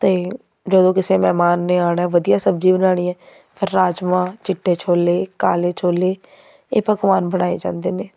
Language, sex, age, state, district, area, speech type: Punjabi, female, 18-30, Punjab, Patiala, urban, spontaneous